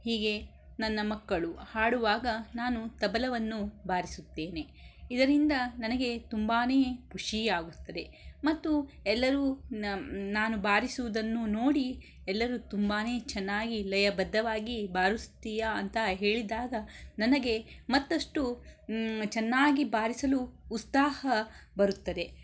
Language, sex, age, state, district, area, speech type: Kannada, female, 30-45, Karnataka, Shimoga, rural, spontaneous